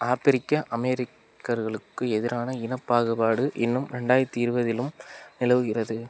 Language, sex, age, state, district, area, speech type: Tamil, male, 18-30, Tamil Nadu, Madurai, rural, read